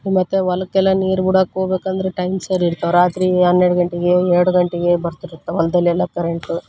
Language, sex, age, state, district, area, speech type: Kannada, female, 30-45, Karnataka, Koppal, rural, spontaneous